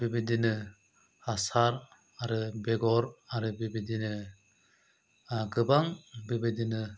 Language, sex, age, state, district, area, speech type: Bodo, male, 30-45, Assam, Chirang, rural, spontaneous